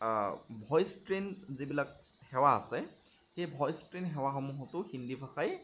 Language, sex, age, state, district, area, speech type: Assamese, male, 30-45, Assam, Lakhimpur, rural, spontaneous